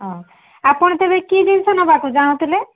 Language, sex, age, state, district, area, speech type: Odia, female, 45-60, Odisha, Mayurbhanj, rural, conversation